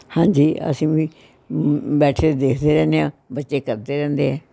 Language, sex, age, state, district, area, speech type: Punjabi, female, 60+, Punjab, Pathankot, rural, spontaneous